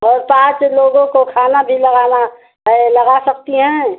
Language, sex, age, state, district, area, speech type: Hindi, female, 60+, Uttar Pradesh, Mau, urban, conversation